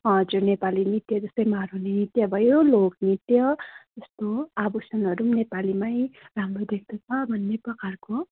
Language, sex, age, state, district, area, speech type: Nepali, female, 18-30, West Bengal, Darjeeling, rural, conversation